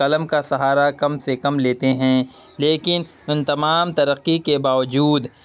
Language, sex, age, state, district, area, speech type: Urdu, male, 30-45, Bihar, Purnia, rural, spontaneous